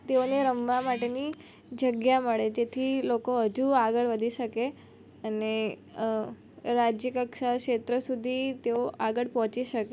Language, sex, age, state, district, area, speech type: Gujarati, female, 18-30, Gujarat, Surat, rural, spontaneous